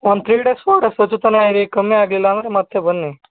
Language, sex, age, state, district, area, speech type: Kannada, male, 18-30, Karnataka, Davanagere, rural, conversation